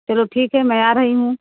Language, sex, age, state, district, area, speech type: Hindi, female, 30-45, Uttar Pradesh, Ghazipur, rural, conversation